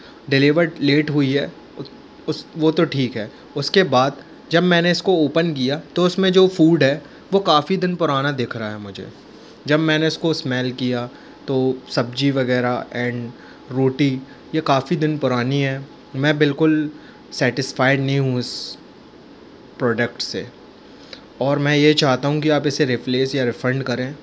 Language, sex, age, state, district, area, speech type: Hindi, male, 18-30, Madhya Pradesh, Jabalpur, urban, spontaneous